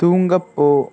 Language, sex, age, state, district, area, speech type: Tamil, female, 30-45, Tamil Nadu, Ariyalur, rural, read